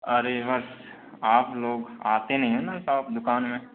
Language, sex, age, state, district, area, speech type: Hindi, male, 60+, Madhya Pradesh, Balaghat, rural, conversation